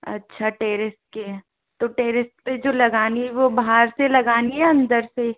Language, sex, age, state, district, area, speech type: Hindi, female, 18-30, Rajasthan, Jaipur, urban, conversation